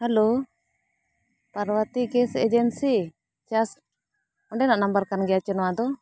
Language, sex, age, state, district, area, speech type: Santali, female, 45-60, Jharkhand, Bokaro, rural, spontaneous